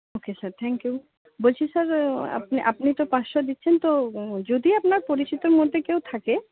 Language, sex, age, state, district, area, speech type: Bengali, female, 60+, West Bengal, Purba Bardhaman, urban, conversation